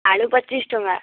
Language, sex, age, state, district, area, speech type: Odia, female, 18-30, Odisha, Bhadrak, rural, conversation